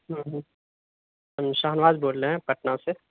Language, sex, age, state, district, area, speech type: Urdu, male, 18-30, Bihar, Purnia, rural, conversation